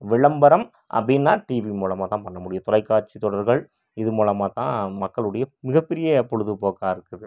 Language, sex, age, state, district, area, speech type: Tamil, male, 30-45, Tamil Nadu, Krishnagiri, rural, spontaneous